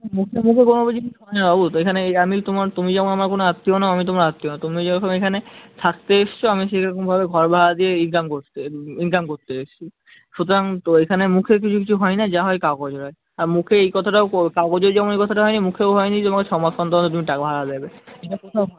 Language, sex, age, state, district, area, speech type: Bengali, male, 18-30, West Bengal, Kolkata, urban, conversation